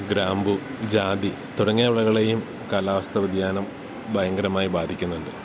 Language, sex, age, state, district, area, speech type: Malayalam, male, 30-45, Kerala, Idukki, rural, spontaneous